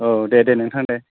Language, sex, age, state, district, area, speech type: Bodo, male, 30-45, Assam, Chirang, rural, conversation